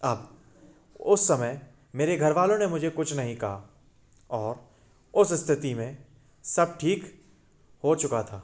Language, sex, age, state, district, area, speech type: Hindi, male, 18-30, Madhya Pradesh, Indore, urban, spontaneous